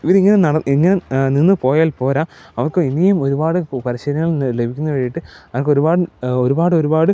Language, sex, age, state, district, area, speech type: Malayalam, male, 18-30, Kerala, Pathanamthitta, rural, spontaneous